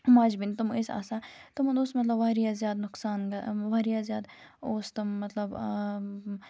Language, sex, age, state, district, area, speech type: Kashmiri, female, 18-30, Jammu and Kashmir, Kupwara, rural, spontaneous